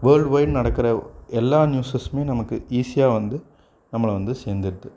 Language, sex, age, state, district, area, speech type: Tamil, male, 18-30, Tamil Nadu, Coimbatore, rural, spontaneous